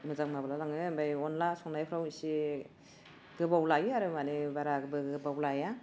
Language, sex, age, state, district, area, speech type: Bodo, female, 45-60, Assam, Udalguri, urban, spontaneous